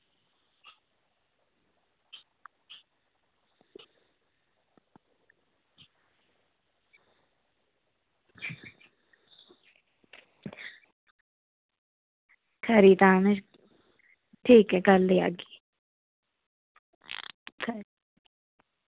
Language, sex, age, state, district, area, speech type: Dogri, female, 45-60, Jammu and Kashmir, Reasi, rural, conversation